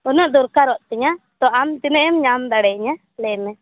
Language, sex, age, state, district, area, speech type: Santali, female, 18-30, West Bengal, Purba Bardhaman, rural, conversation